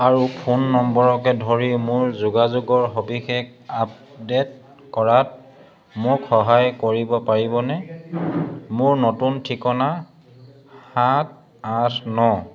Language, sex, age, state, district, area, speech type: Assamese, male, 30-45, Assam, Sivasagar, rural, read